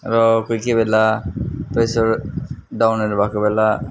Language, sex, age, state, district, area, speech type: Nepali, male, 45-60, West Bengal, Darjeeling, rural, spontaneous